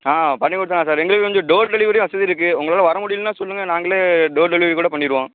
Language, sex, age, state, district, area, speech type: Tamil, male, 18-30, Tamil Nadu, Thoothukudi, rural, conversation